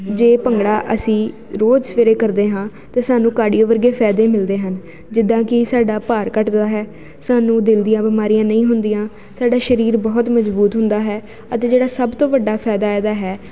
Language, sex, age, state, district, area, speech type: Punjabi, female, 18-30, Punjab, Jalandhar, urban, spontaneous